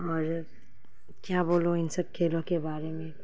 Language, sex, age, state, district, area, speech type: Urdu, female, 30-45, Bihar, Khagaria, rural, spontaneous